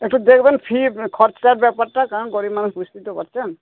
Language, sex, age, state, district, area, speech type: Bengali, male, 60+, West Bengal, Purba Bardhaman, urban, conversation